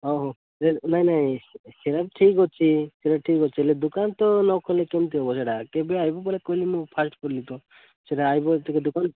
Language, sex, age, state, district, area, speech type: Odia, male, 30-45, Odisha, Malkangiri, urban, conversation